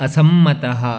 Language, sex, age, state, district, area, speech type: Sanskrit, male, 18-30, Karnataka, Chikkamagaluru, rural, read